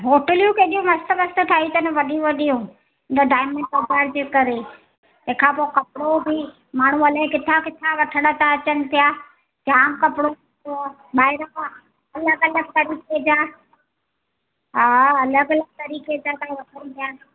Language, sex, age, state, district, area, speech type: Sindhi, female, 45-60, Gujarat, Ahmedabad, rural, conversation